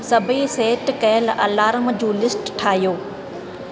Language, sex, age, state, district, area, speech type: Sindhi, female, 30-45, Rajasthan, Ajmer, urban, read